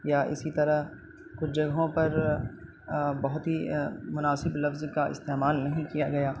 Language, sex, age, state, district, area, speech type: Urdu, male, 18-30, Bihar, Purnia, rural, spontaneous